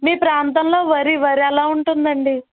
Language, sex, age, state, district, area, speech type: Telugu, female, 30-45, Andhra Pradesh, East Godavari, rural, conversation